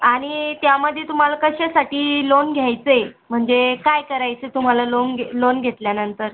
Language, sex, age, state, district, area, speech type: Marathi, female, 18-30, Maharashtra, Buldhana, rural, conversation